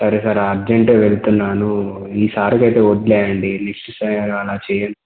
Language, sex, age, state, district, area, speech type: Telugu, male, 18-30, Telangana, Komaram Bheem, urban, conversation